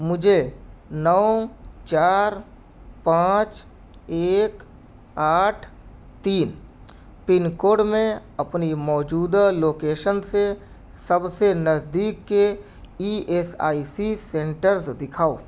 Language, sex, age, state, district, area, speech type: Urdu, male, 30-45, Uttar Pradesh, Mau, urban, read